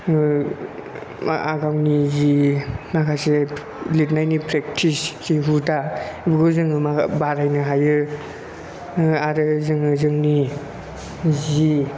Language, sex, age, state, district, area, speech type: Bodo, male, 30-45, Assam, Chirang, rural, spontaneous